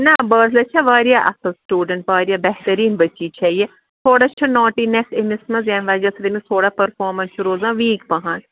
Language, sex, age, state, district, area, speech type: Kashmiri, female, 30-45, Jammu and Kashmir, Srinagar, urban, conversation